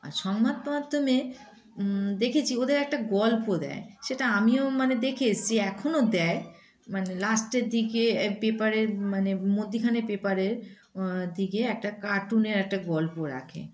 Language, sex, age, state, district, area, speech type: Bengali, female, 45-60, West Bengal, Darjeeling, rural, spontaneous